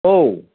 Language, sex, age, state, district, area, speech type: Bodo, male, 60+, Assam, Udalguri, urban, conversation